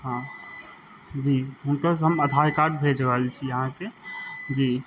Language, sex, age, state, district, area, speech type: Maithili, male, 30-45, Bihar, Madhubani, rural, spontaneous